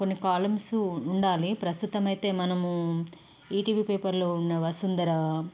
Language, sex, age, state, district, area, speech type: Telugu, female, 30-45, Telangana, Peddapalli, urban, spontaneous